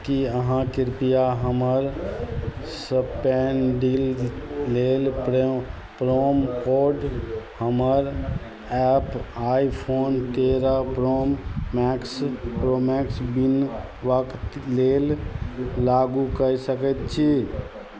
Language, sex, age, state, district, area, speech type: Maithili, male, 45-60, Bihar, Madhubani, rural, read